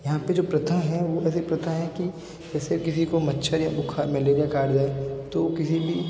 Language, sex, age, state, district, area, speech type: Hindi, male, 45-60, Rajasthan, Jodhpur, urban, spontaneous